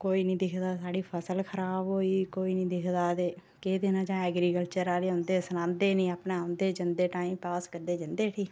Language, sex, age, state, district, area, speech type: Dogri, female, 30-45, Jammu and Kashmir, Reasi, rural, spontaneous